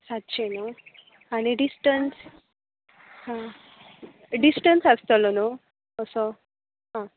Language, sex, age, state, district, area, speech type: Goan Konkani, female, 30-45, Goa, Tiswadi, rural, conversation